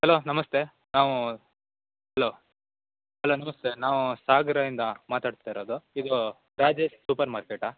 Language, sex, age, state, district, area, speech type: Kannada, male, 18-30, Karnataka, Shimoga, rural, conversation